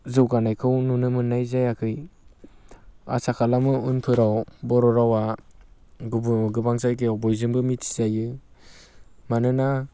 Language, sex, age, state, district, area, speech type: Bodo, male, 18-30, Assam, Baksa, rural, spontaneous